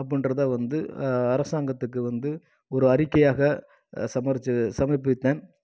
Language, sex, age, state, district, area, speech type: Tamil, male, 30-45, Tamil Nadu, Krishnagiri, rural, spontaneous